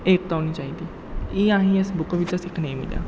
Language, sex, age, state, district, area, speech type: Dogri, male, 18-30, Jammu and Kashmir, Jammu, rural, spontaneous